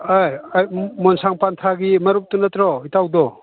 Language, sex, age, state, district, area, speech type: Manipuri, male, 60+, Manipur, Chandel, rural, conversation